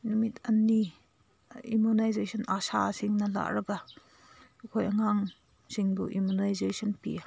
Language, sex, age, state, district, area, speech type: Manipuri, female, 30-45, Manipur, Senapati, urban, spontaneous